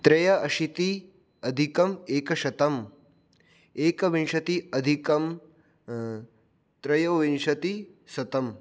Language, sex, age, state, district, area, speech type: Sanskrit, male, 18-30, Rajasthan, Jodhpur, rural, spontaneous